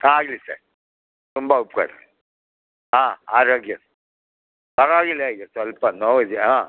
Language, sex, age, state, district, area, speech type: Kannada, male, 60+, Karnataka, Mysore, urban, conversation